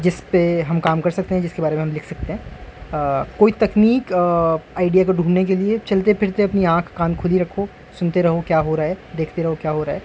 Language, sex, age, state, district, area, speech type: Urdu, male, 30-45, Delhi, North East Delhi, urban, spontaneous